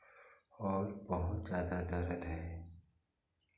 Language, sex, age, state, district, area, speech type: Hindi, male, 45-60, Uttar Pradesh, Chandauli, rural, spontaneous